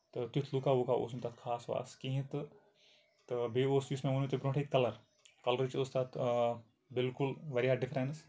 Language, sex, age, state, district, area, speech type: Kashmiri, male, 30-45, Jammu and Kashmir, Kupwara, rural, spontaneous